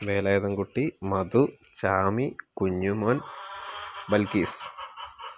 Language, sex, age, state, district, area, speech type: Malayalam, male, 45-60, Kerala, Palakkad, rural, spontaneous